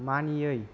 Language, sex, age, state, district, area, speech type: Bodo, male, 18-30, Assam, Kokrajhar, rural, read